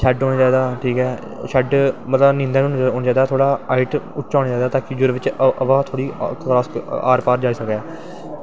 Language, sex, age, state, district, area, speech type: Dogri, male, 18-30, Jammu and Kashmir, Jammu, rural, spontaneous